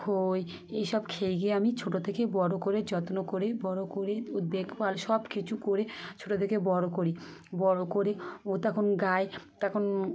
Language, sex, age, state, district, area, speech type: Bengali, female, 30-45, West Bengal, Dakshin Dinajpur, urban, spontaneous